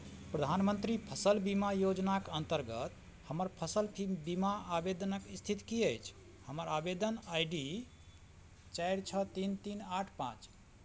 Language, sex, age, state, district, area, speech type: Maithili, male, 45-60, Bihar, Madhubani, rural, read